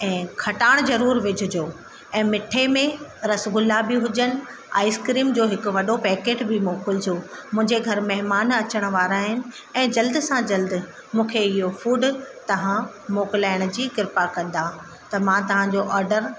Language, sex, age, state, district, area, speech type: Sindhi, female, 30-45, Madhya Pradesh, Katni, urban, spontaneous